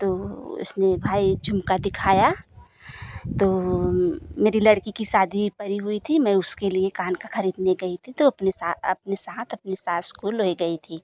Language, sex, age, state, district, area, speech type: Hindi, female, 45-60, Uttar Pradesh, Jaunpur, rural, spontaneous